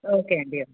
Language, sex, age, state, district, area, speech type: Telugu, female, 30-45, Andhra Pradesh, Annamaya, urban, conversation